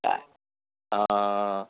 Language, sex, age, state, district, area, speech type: Marathi, male, 30-45, Maharashtra, Amravati, rural, conversation